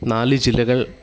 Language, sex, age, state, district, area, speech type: Malayalam, male, 30-45, Kerala, Kollam, rural, spontaneous